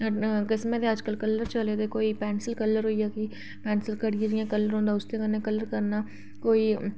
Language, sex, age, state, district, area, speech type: Dogri, female, 30-45, Jammu and Kashmir, Reasi, urban, spontaneous